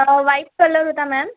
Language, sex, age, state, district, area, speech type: Marathi, female, 18-30, Maharashtra, Washim, rural, conversation